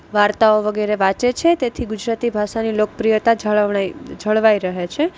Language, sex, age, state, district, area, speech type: Gujarati, female, 18-30, Gujarat, Junagadh, urban, spontaneous